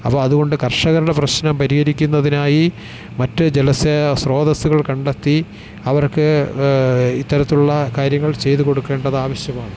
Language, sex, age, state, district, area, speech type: Malayalam, male, 45-60, Kerala, Thiruvananthapuram, urban, spontaneous